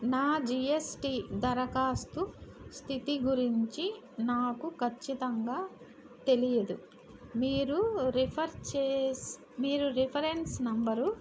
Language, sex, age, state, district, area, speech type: Telugu, female, 60+, Andhra Pradesh, N T Rama Rao, urban, read